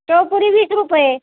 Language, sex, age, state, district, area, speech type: Marathi, female, 60+, Maharashtra, Nanded, urban, conversation